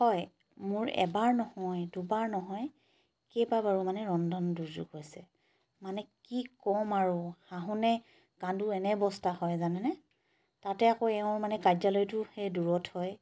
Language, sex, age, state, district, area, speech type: Assamese, female, 30-45, Assam, Charaideo, urban, spontaneous